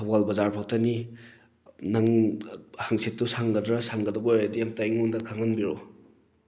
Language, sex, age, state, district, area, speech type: Manipuri, male, 18-30, Manipur, Thoubal, rural, spontaneous